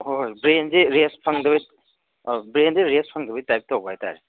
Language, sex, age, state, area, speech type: Manipuri, male, 30-45, Manipur, urban, conversation